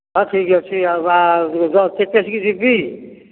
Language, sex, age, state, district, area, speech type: Odia, male, 60+, Odisha, Nayagarh, rural, conversation